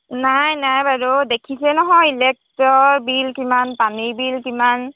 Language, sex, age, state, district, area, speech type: Assamese, female, 18-30, Assam, Golaghat, rural, conversation